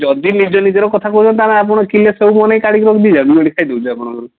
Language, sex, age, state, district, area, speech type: Odia, male, 45-60, Odisha, Balasore, rural, conversation